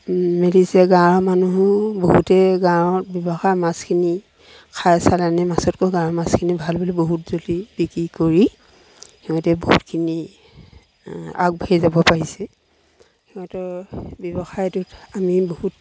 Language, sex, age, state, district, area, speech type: Assamese, female, 60+, Assam, Dibrugarh, rural, spontaneous